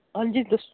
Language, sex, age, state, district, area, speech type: Punjabi, male, 18-30, Punjab, Muktsar, urban, conversation